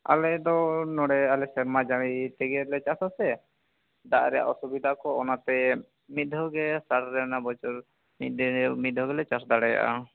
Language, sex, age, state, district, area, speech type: Santali, male, 18-30, Jharkhand, Seraikela Kharsawan, rural, conversation